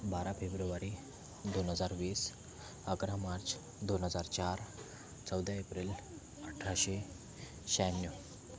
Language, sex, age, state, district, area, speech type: Marathi, male, 30-45, Maharashtra, Thane, urban, spontaneous